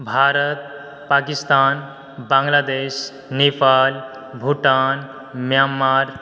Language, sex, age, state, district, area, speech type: Maithili, male, 18-30, Bihar, Supaul, rural, spontaneous